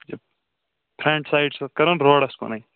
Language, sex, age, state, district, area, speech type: Kashmiri, male, 18-30, Jammu and Kashmir, Shopian, urban, conversation